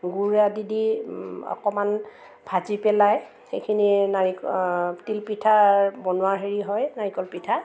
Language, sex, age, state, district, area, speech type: Assamese, female, 45-60, Assam, Morigaon, rural, spontaneous